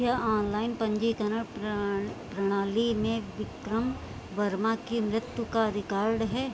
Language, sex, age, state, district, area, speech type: Hindi, female, 45-60, Uttar Pradesh, Sitapur, rural, read